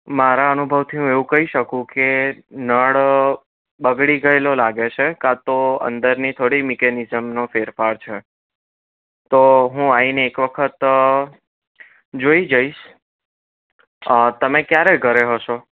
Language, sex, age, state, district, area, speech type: Gujarati, male, 18-30, Gujarat, Anand, urban, conversation